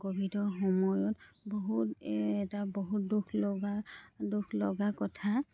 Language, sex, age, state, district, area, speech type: Assamese, female, 30-45, Assam, Dhemaji, rural, spontaneous